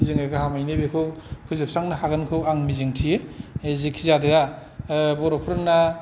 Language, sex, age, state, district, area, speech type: Bodo, male, 45-60, Assam, Kokrajhar, urban, spontaneous